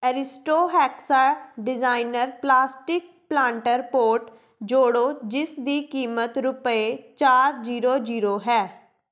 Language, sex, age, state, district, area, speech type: Punjabi, female, 18-30, Punjab, Tarn Taran, rural, read